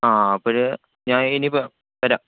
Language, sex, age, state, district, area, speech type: Malayalam, male, 18-30, Kerala, Thiruvananthapuram, rural, conversation